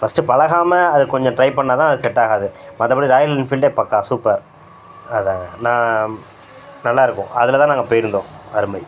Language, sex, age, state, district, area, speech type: Tamil, male, 45-60, Tamil Nadu, Thanjavur, rural, spontaneous